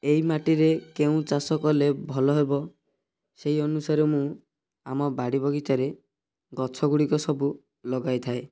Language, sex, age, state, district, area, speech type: Odia, male, 18-30, Odisha, Cuttack, urban, spontaneous